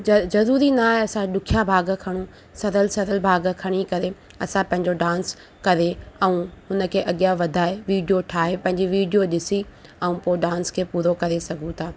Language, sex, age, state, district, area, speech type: Sindhi, female, 30-45, Rajasthan, Ajmer, urban, spontaneous